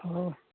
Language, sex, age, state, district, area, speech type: Odia, male, 45-60, Odisha, Gajapati, rural, conversation